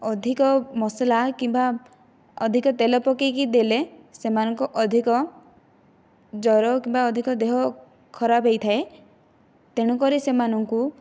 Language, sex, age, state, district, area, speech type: Odia, female, 18-30, Odisha, Kandhamal, rural, spontaneous